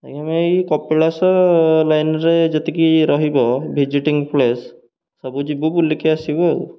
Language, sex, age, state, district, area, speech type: Odia, male, 18-30, Odisha, Jagatsinghpur, rural, spontaneous